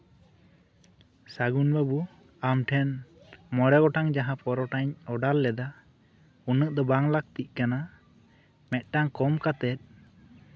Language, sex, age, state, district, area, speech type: Santali, male, 18-30, West Bengal, Bankura, rural, spontaneous